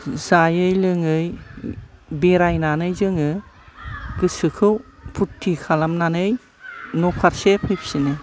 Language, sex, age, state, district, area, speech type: Bodo, female, 60+, Assam, Kokrajhar, urban, spontaneous